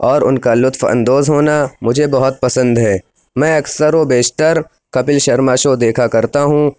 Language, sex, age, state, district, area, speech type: Urdu, male, 18-30, Uttar Pradesh, Lucknow, urban, spontaneous